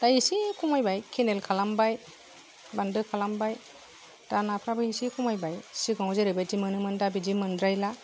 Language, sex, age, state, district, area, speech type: Bodo, female, 45-60, Assam, Kokrajhar, urban, spontaneous